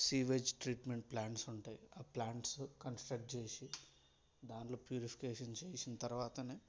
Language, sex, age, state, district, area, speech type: Telugu, male, 18-30, Telangana, Hyderabad, rural, spontaneous